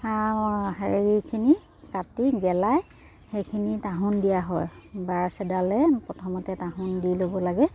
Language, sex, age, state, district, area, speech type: Assamese, female, 30-45, Assam, Dibrugarh, urban, spontaneous